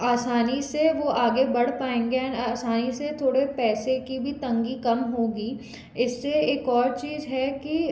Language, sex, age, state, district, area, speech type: Hindi, female, 18-30, Madhya Pradesh, Jabalpur, urban, spontaneous